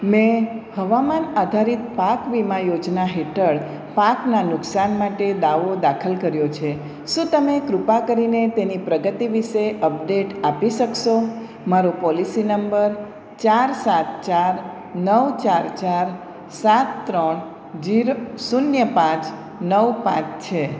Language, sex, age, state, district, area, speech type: Gujarati, female, 45-60, Gujarat, Surat, urban, read